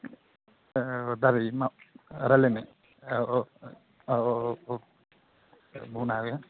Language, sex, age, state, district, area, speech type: Bodo, male, 30-45, Assam, Kokrajhar, rural, conversation